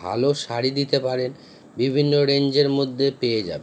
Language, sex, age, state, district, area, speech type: Bengali, male, 30-45, West Bengal, Howrah, urban, spontaneous